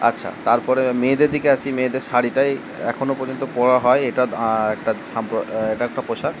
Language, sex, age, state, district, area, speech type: Bengali, male, 45-60, West Bengal, Purba Bardhaman, rural, spontaneous